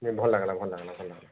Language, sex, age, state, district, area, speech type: Odia, male, 30-45, Odisha, Bargarh, urban, conversation